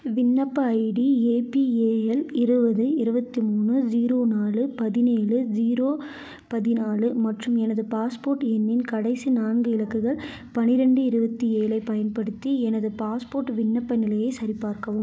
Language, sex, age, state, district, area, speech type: Tamil, female, 18-30, Tamil Nadu, Nilgiris, rural, read